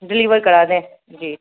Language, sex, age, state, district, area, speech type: Urdu, female, 30-45, Uttar Pradesh, Muzaffarnagar, urban, conversation